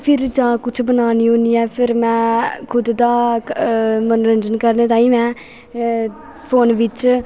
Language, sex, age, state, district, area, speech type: Dogri, female, 18-30, Jammu and Kashmir, Kathua, rural, spontaneous